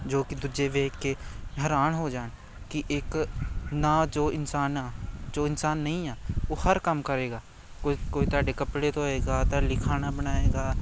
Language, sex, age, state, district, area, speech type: Punjabi, male, 18-30, Punjab, Amritsar, urban, spontaneous